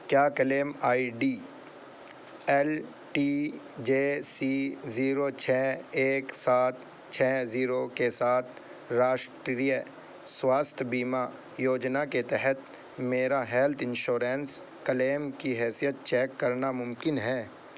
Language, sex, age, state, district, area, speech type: Urdu, male, 18-30, Uttar Pradesh, Saharanpur, urban, read